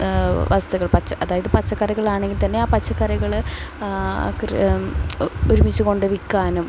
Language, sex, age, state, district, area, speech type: Malayalam, female, 18-30, Kerala, Palakkad, urban, spontaneous